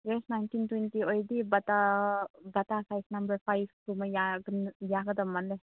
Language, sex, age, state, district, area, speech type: Manipuri, female, 18-30, Manipur, Senapati, rural, conversation